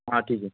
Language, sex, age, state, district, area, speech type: Marathi, male, 18-30, Maharashtra, Washim, urban, conversation